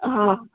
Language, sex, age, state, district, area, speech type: Sindhi, female, 18-30, Gujarat, Junagadh, rural, conversation